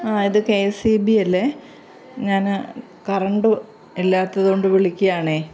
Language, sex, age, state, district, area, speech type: Malayalam, female, 45-60, Kerala, Pathanamthitta, rural, spontaneous